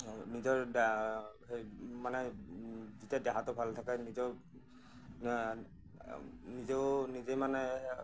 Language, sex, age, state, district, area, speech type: Assamese, male, 30-45, Assam, Nagaon, rural, spontaneous